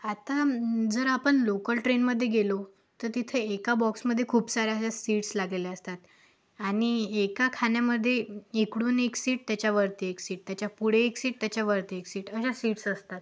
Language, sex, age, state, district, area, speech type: Marathi, female, 18-30, Maharashtra, Akola, urban, spontaneous